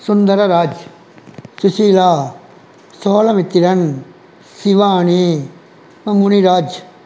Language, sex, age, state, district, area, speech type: Tamil, male, 60+, Tamil Nadu, Erode, rural, spontaneous